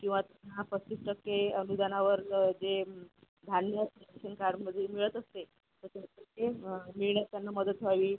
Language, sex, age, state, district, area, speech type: Marathi, female, 30-45, Maharashtra, Akola, urban, conversation